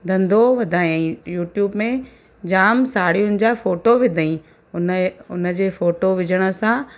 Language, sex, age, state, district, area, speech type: Sindhi, female, 45-60, Gujarat, Kutch, rural, spontaneous